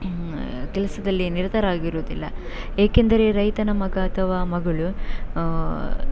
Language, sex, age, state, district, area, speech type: Kannada, female, 18-30, Karnataka, Shimoga, rural, spontaneous